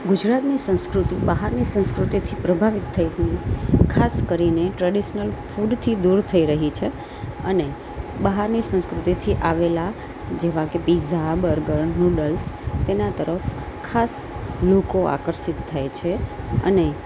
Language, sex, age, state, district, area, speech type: Gujarati, female, 30-45, Gujarat, Kheda, urban, spontaneous